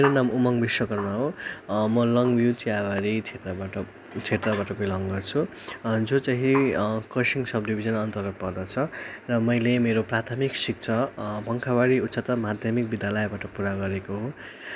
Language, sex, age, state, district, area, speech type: Nepali, male, 18-30, West Bengal, Darjeeling, rural, spontaneous